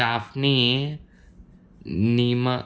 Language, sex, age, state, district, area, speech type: Gujarati, male, 18-30, Gujarat, Anand, rural, spontaneous